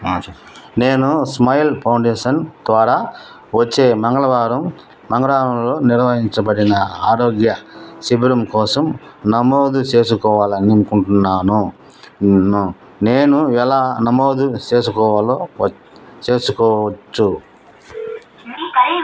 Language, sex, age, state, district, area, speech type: Telugu, male, 60+, Andhra Pradesh, Nellore, rural, read